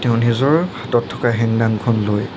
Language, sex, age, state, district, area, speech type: Assamese, male, 18-30, Assam, Nagaon, rural, spontaneous